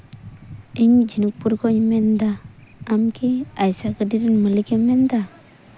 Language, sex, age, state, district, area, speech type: Santali, female, 18-30, West Bengal, Uttar Dinajpur, rural, spontaneous